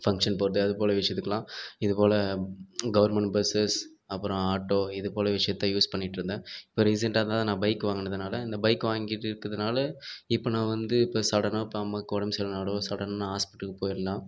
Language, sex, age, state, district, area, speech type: Tamil, male, 30-45, Tamil Nadu, Viluppuram, urban, spontaneous